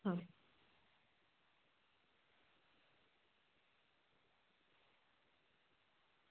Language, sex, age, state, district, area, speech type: Gujarati, female, 18-30, Gujarat, Surat, urban, conversation